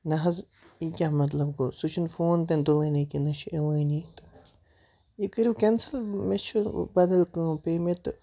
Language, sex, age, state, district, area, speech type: Kashmiri, male, 18-30, Jammu and Kashmir, Baramulla, rural, spontaneous